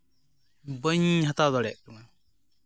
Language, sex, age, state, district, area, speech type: Santali, male, 30-45, West Bengal, Jhargram, rural, spontaneous